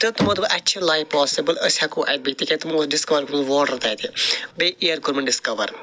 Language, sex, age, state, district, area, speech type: Kashmiri, male, 45-60, Jammu and Kashmir, Srinagar, urban, spontaneous